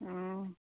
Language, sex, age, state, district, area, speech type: Santali, female, 18-30, West Bengal, Malda, rural, conversation